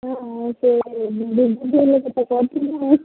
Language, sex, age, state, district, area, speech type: Odia, female, 45-60, Odisha, Gajapati, rural, conversation